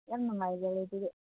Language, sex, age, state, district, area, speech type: Manipuri, female, 18-30, Manipur, Senapati, rural, conversation